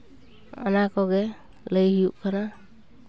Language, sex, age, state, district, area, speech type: Santali, female, 30-45, West Bengal, Purulia, rural, spontaneous